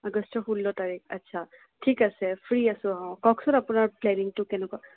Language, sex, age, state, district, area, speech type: Assamese, female, 18-30, Assam, Kamrup Metropolitan, urban, conversation